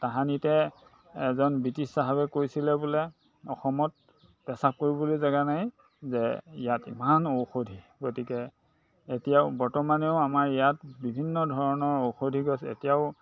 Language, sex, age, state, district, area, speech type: Assamese, male, 60+, Assam, Dhemaji, urban, spontaneous